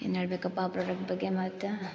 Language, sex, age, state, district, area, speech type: Kannada, female, 18-30, Karnataka, Gulbarga, urban, spontaneous